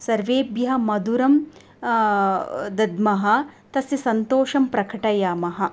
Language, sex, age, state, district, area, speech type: Sanskrit, female, 30-45, Tamil Nadu, Coimbatore, rural, spontaneous